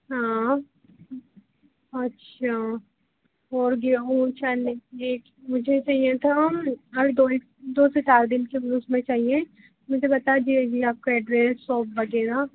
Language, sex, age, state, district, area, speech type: Hindi, female, 18-30, Madhya Pradesh, Harda, urban, conversation